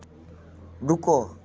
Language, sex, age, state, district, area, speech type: Hindi, male, 18-30, Bihar, Muzaffarpur, rural, read